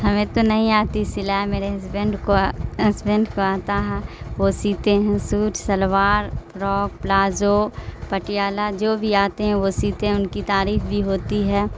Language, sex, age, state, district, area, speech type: Urdu, female, 45-60, Bihar, Darbhanga, rural, spontaneous